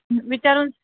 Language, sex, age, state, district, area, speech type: Marathi, female, 30-45, Maharashtra, Buldhana, rural, conversation